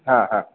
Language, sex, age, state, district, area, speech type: Sanskrit, male, 18-30, Karnataka, Uttara Kannada, rural, conversation